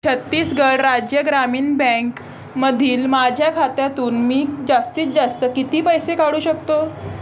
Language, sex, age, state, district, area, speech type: Marathi, female, 18-30, Maharashtra, Mumbai Suburban, urban, read